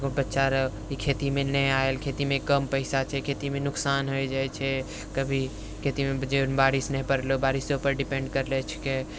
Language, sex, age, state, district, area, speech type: Maithili, male, 30-45, Bihar, Purnia, rural, spontaneous